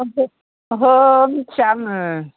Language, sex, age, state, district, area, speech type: Bodo, female, 60+, Assam, Chirang, rural, conversation